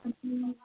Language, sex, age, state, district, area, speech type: Odia, female, 45-60, Odisha, Gajapati, rural, conversation